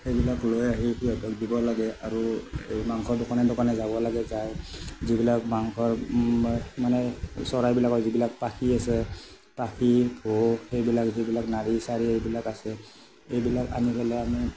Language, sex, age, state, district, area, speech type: Assamese, male, 45-60, Assam, Morigaon, rural, spontaneous